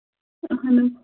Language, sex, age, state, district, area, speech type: Kashmiri, female, 18-30, Jammu and Kashmir, Kulgam, rural, conversation